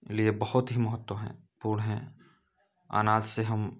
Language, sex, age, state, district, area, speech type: Hindi, male, 30-45, Uttar Pradesh, Chandauli, rural, spontaneous